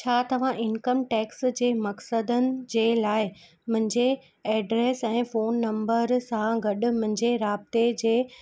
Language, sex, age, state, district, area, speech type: Sindhi, female, 18-30, Gujarat, Kutch, urban, read